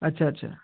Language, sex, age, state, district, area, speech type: Assamese, male, 30-45, Assam, Udalguri, rural, conversation